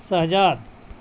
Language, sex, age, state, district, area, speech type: Urdu, male, 60+, Bihar, Gaya, rural, spontaneous